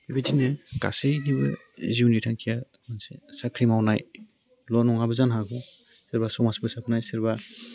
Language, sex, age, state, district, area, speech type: Bodo, male, 18-30, Assam, Udalguri, rural, spontaneous